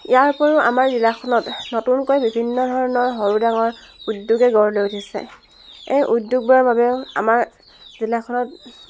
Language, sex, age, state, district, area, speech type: Assamese, female, 18-30, Assam, Dibrugarh, rural, spontaneous